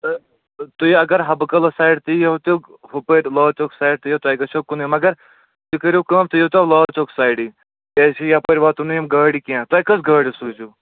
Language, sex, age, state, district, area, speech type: Kashmiri, male, 30-45, Jammu and Kashmir, Srinagar, urban, conversation